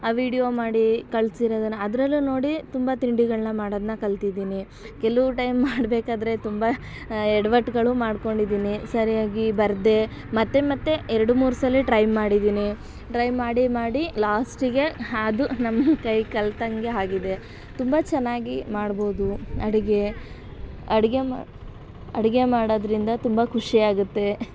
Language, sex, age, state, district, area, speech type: Kannada, female, 18-30, Karnataka, Mysore, urban, spontaneous